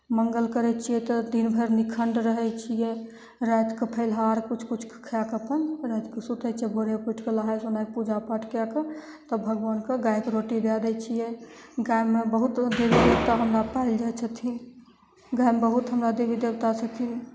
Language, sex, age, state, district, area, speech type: Maithili, female, 18-30, Bihar, Begusarai, rural, spontaneous